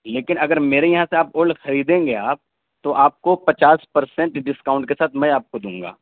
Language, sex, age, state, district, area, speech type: Urdu, male, 18-30, Uttar Pradesh, Saharanpur, urban, conversation